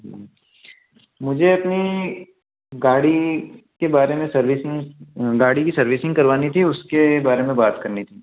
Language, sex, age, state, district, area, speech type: Hindi, male, 18-30, Madhya Pradesh, Ujjain, rural, conversation